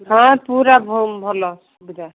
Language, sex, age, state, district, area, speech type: Odia, female, 30-45, Odisha, Ganjam, urban, conversation